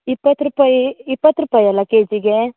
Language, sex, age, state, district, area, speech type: Kannada, female, 18-30, Karnataka, Uttara Kannada, rural, conversation